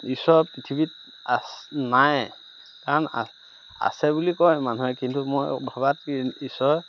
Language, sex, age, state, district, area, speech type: Assamese, male, 30-45, Assam, Majuli, urban, spontaneous